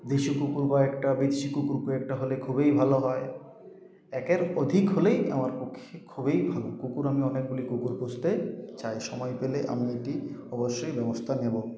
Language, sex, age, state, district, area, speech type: Bengali, male, 45-60, West Bengal, Purulia, urban, spontaneous